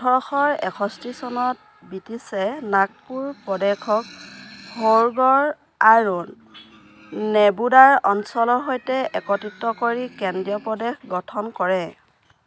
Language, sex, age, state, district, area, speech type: Assamese, female, 45-60, Assam, Dhemaji, rural, read